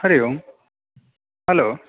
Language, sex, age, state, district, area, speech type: Sanskrit, male, 18-30, Karnataka, Uttara Kannada, rural, conversation